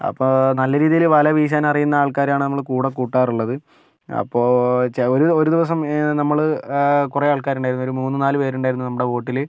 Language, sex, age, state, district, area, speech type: Malayalam, male, 18-30, Kerala, Kozhikode, urban, spontaneous